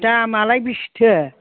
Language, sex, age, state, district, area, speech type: Bodo, female, 60+, Assam, Chirang, rural, conversation